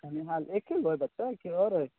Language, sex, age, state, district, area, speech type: Maithili, male, 18-30, Bihar, Muzaffarpur, rural, conversation